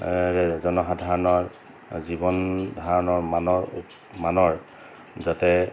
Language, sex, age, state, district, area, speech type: Assamese, male, 45-60, Assam, Dhemaji, rural, spontaneous